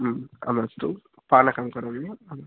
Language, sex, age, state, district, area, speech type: Sanskrit, male, 18-30, Tamil Nadu, Kanchipuram, urban, conversation